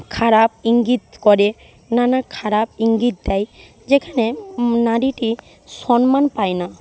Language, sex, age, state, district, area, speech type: Bengali, female, 60+, West Bengal, Jhargram, rural, spontaneous